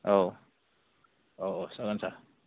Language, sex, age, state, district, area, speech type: Bodo, male, 18-30, Assam, Kokrajhar, rural, conversation